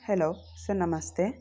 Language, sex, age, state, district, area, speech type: Kannada, female, 18-30, Karnataka, Chikkaballapur, rural, spontaneous